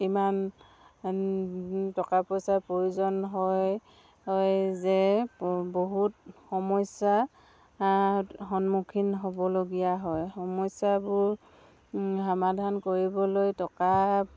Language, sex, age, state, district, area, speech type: Assamese, female, 60+, Assam, Dibrugarh, rural, spontaneous